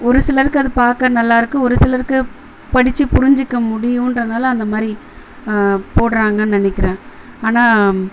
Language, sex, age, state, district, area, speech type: Tamil, female, 30-45, Tamil Nadu, Chennai, urban, spontaneous